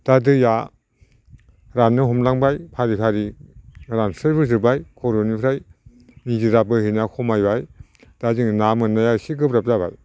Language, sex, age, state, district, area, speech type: Bodo, male, 60+, Assam, Udalguri, rural, spontaneous